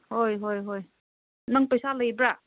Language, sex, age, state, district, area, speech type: Manipuri, female, 30-45, Manipur, Senapati, urban, conversation